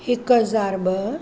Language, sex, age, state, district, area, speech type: Sindhi, female, 45-60, Maharashtra, Mumbai Suburban, urban, spontaneous